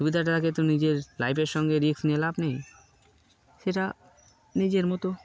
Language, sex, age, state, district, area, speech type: Bengali, male, 18-30, West Bengal, Darjeeling, urban, spontaneous